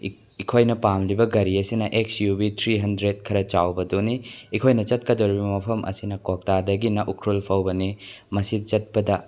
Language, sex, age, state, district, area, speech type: Manipuri, male, 18-30, Manipur, Bishnupur, rural, spontaneous